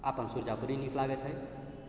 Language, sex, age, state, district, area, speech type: Maithili, male, 60+, Bihar, Purnia, urban, spontaneous